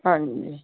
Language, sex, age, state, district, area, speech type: Punjabi, female, 60+, Punjab, Fazilka, rural, conversation